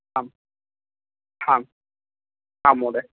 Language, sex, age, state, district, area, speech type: Sanskrit, male, 18-30, Karnataka, Uttara Kannada, rural, conversation